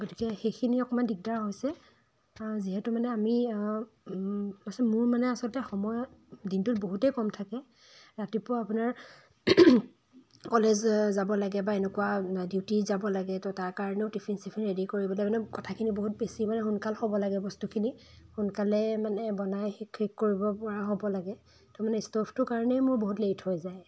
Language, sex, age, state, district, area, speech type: Assamese, female, 18-30, Assam, Dibrugarh, rural, spontaneous